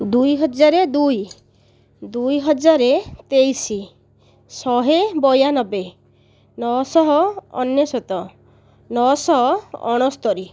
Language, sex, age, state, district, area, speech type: Odia, female, 30-45, Odisha, Nayagarh, rural, spontaneous